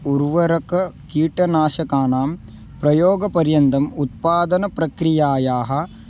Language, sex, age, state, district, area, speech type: Sanskrit, male, 18-30, Maharashtra, Beed, urban, spontaneous